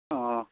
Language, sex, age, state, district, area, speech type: Bodo, male, 30-45, Assam, Baksa, urban, conversation